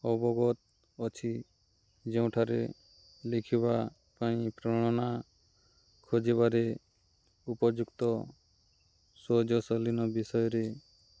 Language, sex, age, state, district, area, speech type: Odia, male, 30-45, Odisha, Nuapada, urban, spontaneous